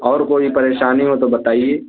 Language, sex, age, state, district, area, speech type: Urdu, male, 18-30, Uttar Pradesh, Balrampur, rural, conversation